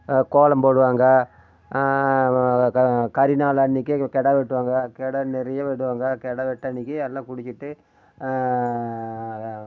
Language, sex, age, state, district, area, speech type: Tamil, male, 60+, Tamil Nadu, Namakkal, rural, spontaneous